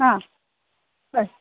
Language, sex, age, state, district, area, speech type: Sanskrit, female, 60+, Karnataka, Dakshina Kannada, urban, conversation